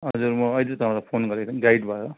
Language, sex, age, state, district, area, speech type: Nepali, male, 60+, West Bengal, Kalimpong, rural, conversation